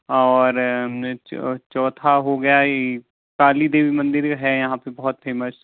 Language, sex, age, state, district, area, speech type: Hindi, male, 45-60, Madhya Pradesh, Bhopal, urban, conversation